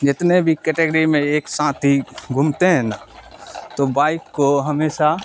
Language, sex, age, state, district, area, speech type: Urdu, male, 45-60, Bihar, Supaul, rural, spontaneous